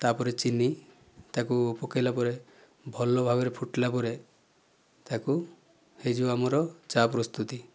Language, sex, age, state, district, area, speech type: Odia, male, 30-45, Odisha, Kandhamal, rural, spontaneous